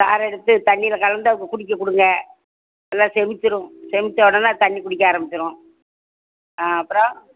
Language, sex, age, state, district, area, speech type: Tamil, female, 60+, Tamil Nadu, Thoothukudi, rural, conversation